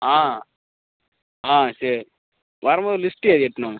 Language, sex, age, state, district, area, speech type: Tamil, male, 18-30, Tamil Nadu, Cuddalore, rural, conversation